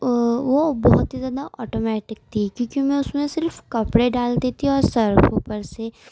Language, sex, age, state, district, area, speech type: Urdu, female, 18-30, Uttar Pradesh, Gautam Buddha Nagar, rural, spontaneous